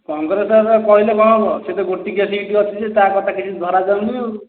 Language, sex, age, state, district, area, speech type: Odia, male, 45-60, Odisha, Khordha, rural, conversation